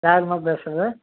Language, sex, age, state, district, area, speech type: Tamil, male, 45-60, Tamil Nadu, Namakkal, rural, conversation